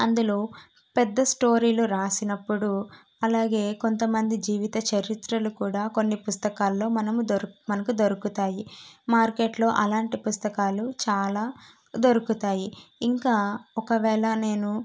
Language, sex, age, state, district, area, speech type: Telugu, female, 18-30, Andhra Pradesh, Kadapa, urban, spontaneous